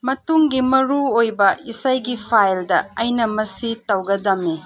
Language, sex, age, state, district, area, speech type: Manipuri, female, 45-60, Manipur, Chandel, rural, read